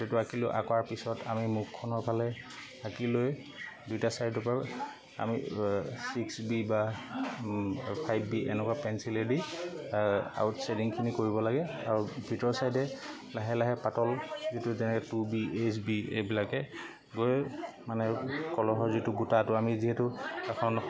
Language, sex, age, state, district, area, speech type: Assamese, male, 30-45, Assam, Lakhimpur, rural, spontaneous